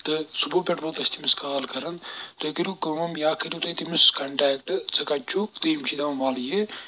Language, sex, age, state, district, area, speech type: Kashmiri, male, 30-45, Jammu and Kashmir, Anantnag, rural, spontaneous